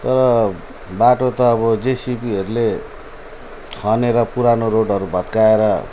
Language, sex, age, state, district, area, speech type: Nepali, male, 45-60, West Bengal, Jalpaiguri, rural, spontaneous